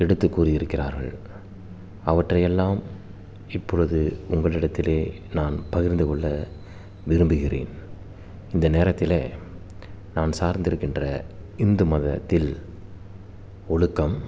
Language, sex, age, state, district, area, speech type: Tamil, male, 30-45, Tamil Nadu, Salem, rural, spontaneous